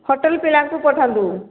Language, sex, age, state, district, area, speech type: Odia, female, 45-60, Odisha, Sambalpur, rural, conversation